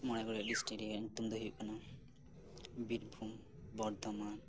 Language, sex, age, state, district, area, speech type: Santali, male, 18-30, West Bengal, Birbhum, rural, spontaneous